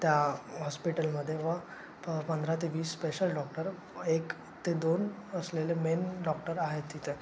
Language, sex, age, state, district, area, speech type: Marathi, male, 18-30, Maharashtra, Ratnagiri, urban, spontaneous